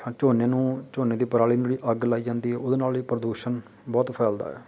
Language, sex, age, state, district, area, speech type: Punjabi, male, 30-45, Punjab, Faridkot, urban, spontaneous